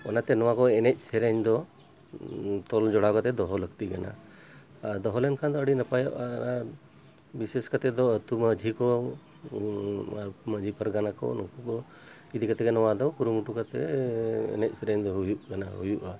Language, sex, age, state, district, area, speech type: Santali, male, 60+, Jharkhand, Bokaro, rural, spontaneous